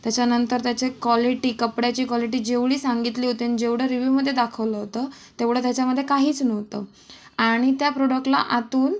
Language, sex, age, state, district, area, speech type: Marathi, female, 18-30, Maharashtra, Sindhudurg, rural, spontaneous